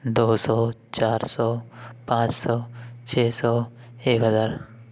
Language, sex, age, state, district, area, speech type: Urdu, male, 45-60, Uttar Pradesh, Lucknow, urban, spontaneous